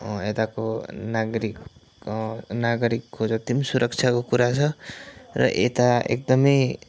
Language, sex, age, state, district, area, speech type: Nepali, male, 30-45, West Bengal, Kalimpong, rural, spontaneous